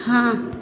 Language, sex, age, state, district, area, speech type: Hindi, female, 30-45, Uttar Pradesh, Azamgarh, rural, read